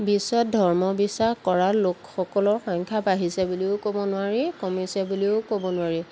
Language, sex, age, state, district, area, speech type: Assamese, female, 30-45, Assam, Jorhat, urban, spontaneous